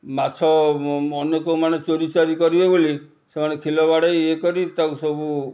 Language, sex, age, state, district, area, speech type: Odia, male, 45-60, Odisha, Kendrapara, urban, spontaneous